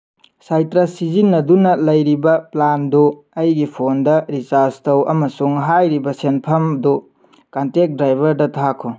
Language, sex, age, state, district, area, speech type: Manipuri, male, 18-30, Manipur, Tengnoupal, rural, read